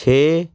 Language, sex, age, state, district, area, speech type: Punjabi, male, 18-30, Punjab, Patiala, urban, read